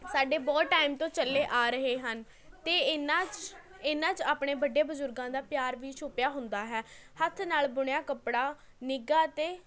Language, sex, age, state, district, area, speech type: Punjabi, female, 18-30, Punjab, Patiala, urban, spontaneous